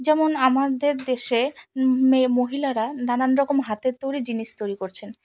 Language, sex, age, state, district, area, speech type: Bengali, female, 45-60, West Bengal, Alipurduar, rural, spontaneous